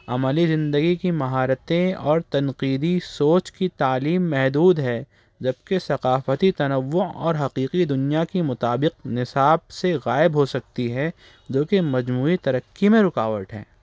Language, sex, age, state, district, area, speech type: Urdu, male, 18-30, Maharashtra, Nashik, urban, spontaneous